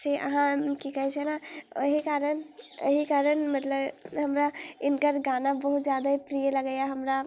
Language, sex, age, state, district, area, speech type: Maithili, female, 18-30, Bihar, Muzaffarpur, rural, spontaneous